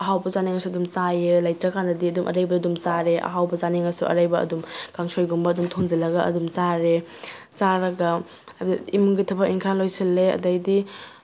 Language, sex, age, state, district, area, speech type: Manipuri, female, 30-45, Manipur, Tengnoupal, rural, spontaneous